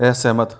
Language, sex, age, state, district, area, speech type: Hindi, male, 18-30, Rajasthan, Jaipur, urban, read